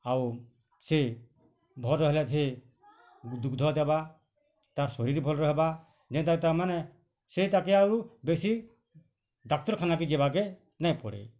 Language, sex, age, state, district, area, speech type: Odia, male, 45-60, Odisha, Bargarh, urban, spontaneous